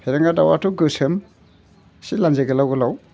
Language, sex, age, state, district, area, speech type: Bodo, male, 60+, Assam, Udalguri, rural, spontaneous